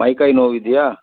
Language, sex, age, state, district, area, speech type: Kannada, male, 60+, Karnataka, Udupi, rural, conversation